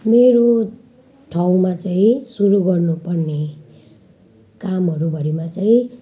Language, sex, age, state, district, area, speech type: Nepali, female, 30-45, West Bengal, Jalpaiguri, rural, spontaneous